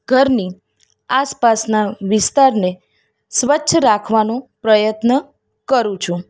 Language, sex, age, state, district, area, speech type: Gujarati, female, 30-45, Gujarat, Ahmedabad, urban, spontaneous